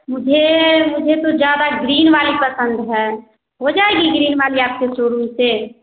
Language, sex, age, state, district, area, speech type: Hindi, female, 30-45, Bihar, Samastipur, rural, conversation